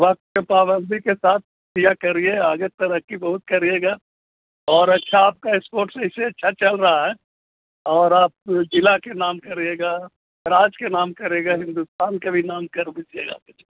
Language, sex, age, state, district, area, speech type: Urdu, male, 60+, Bihar, Gaya, urban, conversation